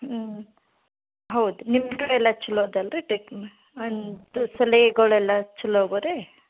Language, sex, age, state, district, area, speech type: Kannada, female, 60+, Karnataka, Belgaum, rural, conversation